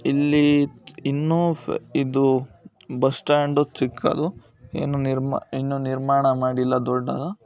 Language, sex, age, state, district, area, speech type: Kannada, male, 18-30, Karnataka, Chikkamagaluru, rural, spontaneous